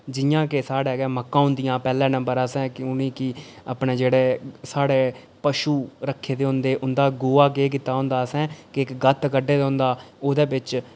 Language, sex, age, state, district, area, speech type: Dogri, male, 30-45, Jammu and Kashmir, Reasi, rural, spontaneous